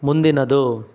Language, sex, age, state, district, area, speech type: Kannada, male, 60+, Karnataka, Chikkaballapur, rural, read